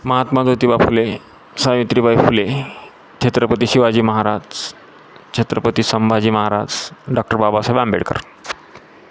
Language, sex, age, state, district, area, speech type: Marathi, male, 45-60, Maharashtra, Jalna, urban, spontaneous